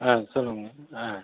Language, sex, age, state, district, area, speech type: Tamil, male, 30-45, Tamil Nadu, Tiruchirappalli, rural, conversation